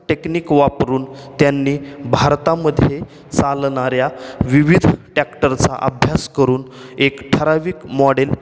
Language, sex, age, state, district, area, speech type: Marathi, male, 18-30, Maharashtra, Osmanabad, rural, spontaneous